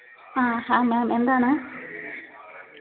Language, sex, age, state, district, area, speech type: Malayalam, female, 30-45, Kerala, Thiruvananthapuram, rural, conversation